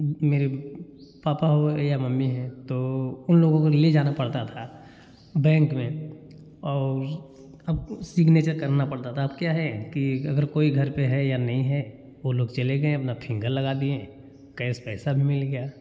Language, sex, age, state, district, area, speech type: Hindi, male, 30-45, Uttar Pradesh, Jaunpur, rural, spontaneous